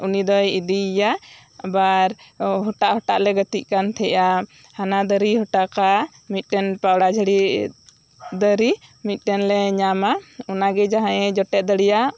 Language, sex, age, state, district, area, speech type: Santali, female, 18-30, West Bengal, Birbhum, rural, spontaneous